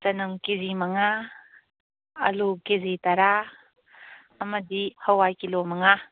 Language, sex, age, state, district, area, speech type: Manipuri, female, 30-45, Manipur, Kangpokpi, urban, conversation